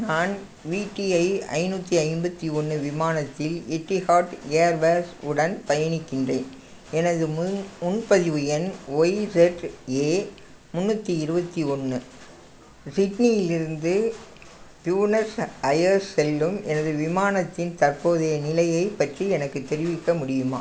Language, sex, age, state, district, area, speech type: Tamil, female, 60+, Tamil Nadu, Thanjavur, urban, read